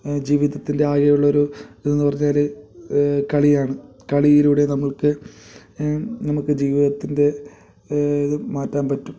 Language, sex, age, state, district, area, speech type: Malayalam, male, 30-45, Kerala, Kasaragod, rural, spontaneous